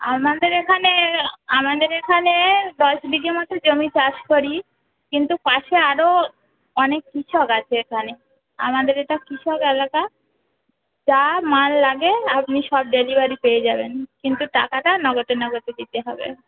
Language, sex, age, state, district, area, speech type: Bengali, female, 45-60, West Bengal, Uttar Dinajpur, urban, conversation